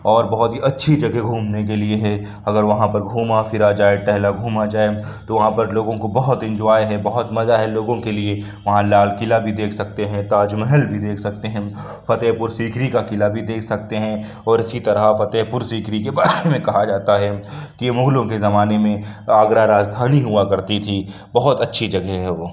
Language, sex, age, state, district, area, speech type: Urdu, male, 18-30, Uttar Pradesh, Lucknow, rural, spontaneous